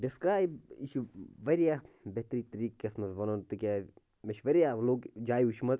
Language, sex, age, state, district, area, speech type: Kashmiri, male, 30-45, Jammu and Kashmir, Bandipora, rural, spontaneous